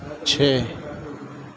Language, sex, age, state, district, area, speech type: Urdu, male, 30-45, Uttar Pradesh, Gautam Buddha Nagar, rural, read